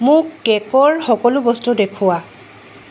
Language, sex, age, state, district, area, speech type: Assamese, female, 45-60, Assam, Charaideo, urban, read